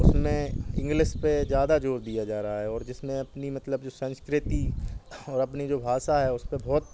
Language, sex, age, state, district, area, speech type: Hindi, male, 45-60, Madhya Pradesh, Hoshangabad, rural, spontaneous